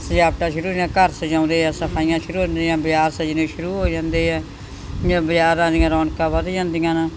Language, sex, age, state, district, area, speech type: Punjabi, female, 60+, Punjab, Bathinda, urban, spontaneous